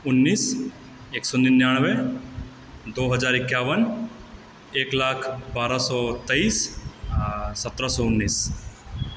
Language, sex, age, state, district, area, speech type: Maithili, male, 18-30, Bihar, Supaul, urban, spontaneous